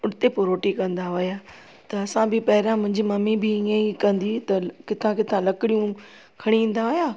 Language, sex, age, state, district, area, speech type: Sindhi, female, 45-60, Gujarat, Junagadh, rural, spontaneous